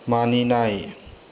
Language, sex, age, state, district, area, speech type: Bodo, male, 30-45, Assam, Chirang, rural, read